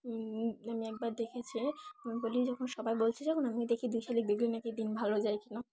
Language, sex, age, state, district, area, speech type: Bengali, female, 18-30, West Bengal, Dakshin Dinajpur, urban, spontaneous